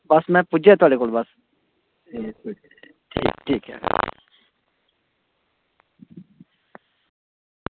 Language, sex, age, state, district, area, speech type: Dogri, male, 18-30, Jammu and Kashmir, Samba, rural, conversation